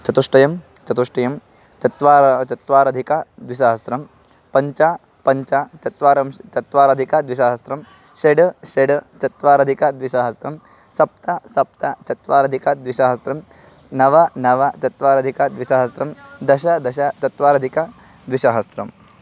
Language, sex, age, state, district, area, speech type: Sanskrit, male, 18-30, Karnataka, Bangalore Rural, rural, spontaneous